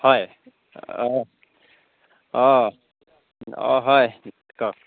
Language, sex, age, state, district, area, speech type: Assamese, male, 30-45, Assam, Goalpara, rural, conversation